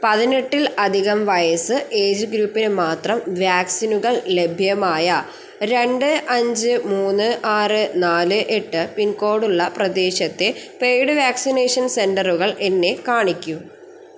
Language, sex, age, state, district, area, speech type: Malayalam, female, 18-30, Kerala, Thiruvananthapuram, rural, read